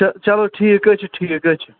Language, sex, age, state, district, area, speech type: Kashmiri, male, 45-60, Jammu and Kashmir, Srinagar, urban, conversation